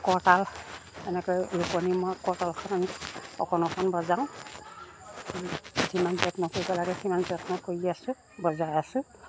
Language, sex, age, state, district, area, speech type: Assamese, female, 60+, Assam, Lakhimpur, rural, spontaneous